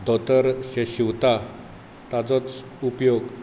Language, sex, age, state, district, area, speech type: Goan Konkani, male, 45-60, Goa, Bardez, rural, spontaneous